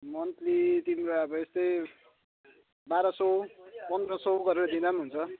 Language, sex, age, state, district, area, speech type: Nepali, male, 30-45, West Bengal, Kalimpong, rural, conversation